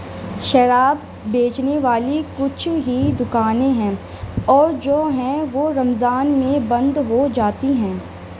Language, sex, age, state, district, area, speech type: Urdu, female, 18-30, Delhi, Central Delhi, urban, read